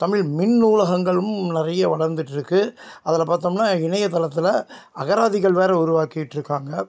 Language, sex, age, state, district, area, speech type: Tamil, male, 60+, Tamil Nadu, Salem, urban, spontaneous